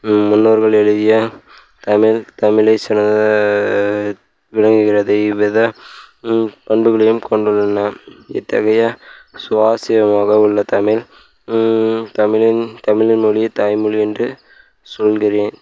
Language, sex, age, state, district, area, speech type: Tamil, male, 18-30, Tamil Nadu, Dharmapuri, rural, spontaneous